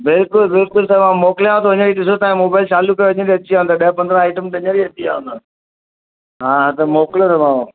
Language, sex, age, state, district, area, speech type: Sindhi, male, 45-60, Maharashtra, Mumbai Suburban, urban, conversation